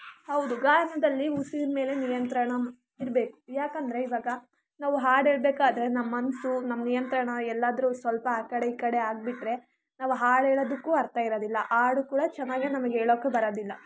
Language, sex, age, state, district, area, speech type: Kannada, female, 18-30, Karnataka, Chitradurga, rural, spontaneous